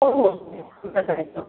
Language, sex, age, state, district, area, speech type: Marathi, female, 30-45, Maharashtra, Sindhudurg, rural, conversation